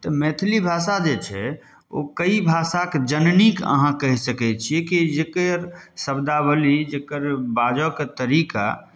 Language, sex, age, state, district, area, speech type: Maithili, male, 30-45, Bihar, Samastipur, urban, spontaneous